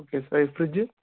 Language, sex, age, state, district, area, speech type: Telugu, male, 18-30, Andhra Pradesh, Sri Balaji, rural, conversation